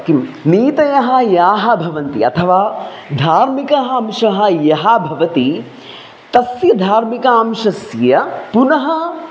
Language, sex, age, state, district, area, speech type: Sanskrit, male, 30-45, Kerala, Palakkad, urban, spontaneous